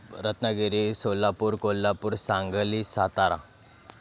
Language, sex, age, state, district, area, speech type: Marathi, male, 18-30, Maharashtra, Thane, urban, spontaneous